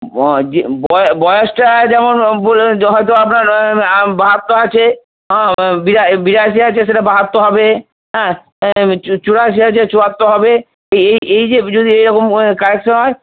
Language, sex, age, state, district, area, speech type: Bengali, male, 60+, West Bengal, Purba Bardhaman, urban, conversation